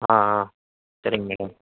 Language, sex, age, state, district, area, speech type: Tamil, male, 18-30, Tamil Nadu, Viluppuram, urban, conversation